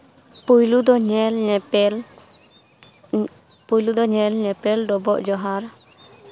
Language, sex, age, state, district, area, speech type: Santali, female, 18-30, West Bengal, Malda, rural, spontaneous